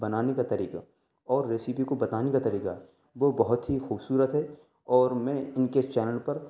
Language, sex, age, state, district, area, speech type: Urdu, male, 18-30, Delhi, East Delhi, urban, spontaneous